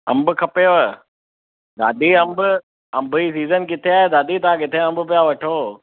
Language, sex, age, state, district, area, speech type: Sindhi, male, 18-30, Gujarat, Kutch, rural, conversation